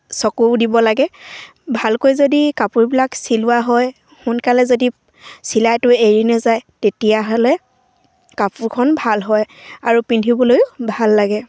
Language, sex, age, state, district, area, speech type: Assamese, female, 18-30, Assam, Sivasagar, rural, spontaneous